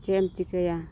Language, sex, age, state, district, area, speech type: Santali, female, 30-45, Jharkhand, East Singhbhum, rural, spontaneous